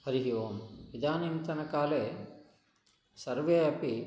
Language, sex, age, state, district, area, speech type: Sanskrit, male, 60+, Telangana, Nalgonda, urban, spontaneous